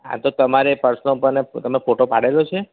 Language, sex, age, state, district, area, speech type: Gujarati, male, 30-45, Gujarat, Kheda, rural, conversation